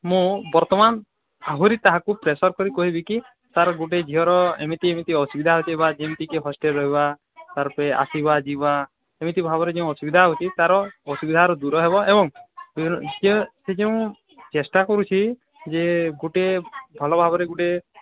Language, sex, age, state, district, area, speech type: Odia, male, 18-30, Odisha, Balangir, urban, conversation